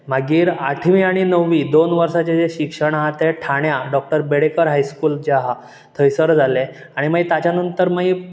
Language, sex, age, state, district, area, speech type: Goan Konkani, male, 18-30, Goa, Bardez, urban, spontaneous